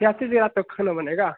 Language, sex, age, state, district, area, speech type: Hindi, male, 18-30, Bihar, Begusarai, rural, conversation